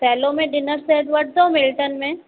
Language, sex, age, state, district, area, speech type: Sindhi, female, 45-60, Uttar Pradesh, Lucknow, rural, conversation